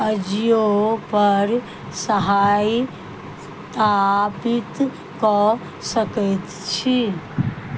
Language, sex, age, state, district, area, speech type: Maithili, female, 60+, Bihar, Madhubani, rural, read